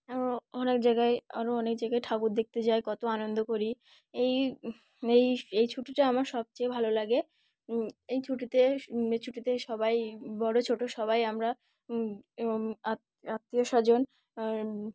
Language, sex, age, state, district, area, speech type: Bengali, female, 18-30, West Bengal, Dakshin Dinajpur, urban, spontaneous